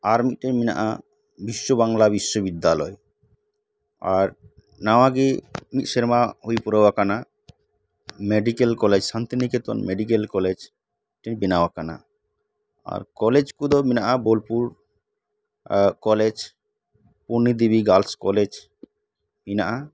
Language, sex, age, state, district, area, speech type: Santali, male, 30-45, West Bengal, Birbhum, rural, spontaneous